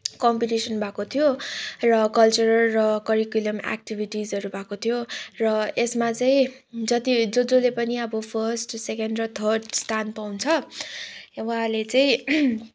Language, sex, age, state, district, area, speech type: Nepali, female, 18-30, West Bengal, Kalimpong, rural, spontaneous